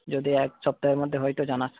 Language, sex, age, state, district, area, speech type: Bengali, male, 30-45, West Bengal, Paschim Medinipur, rural, conversation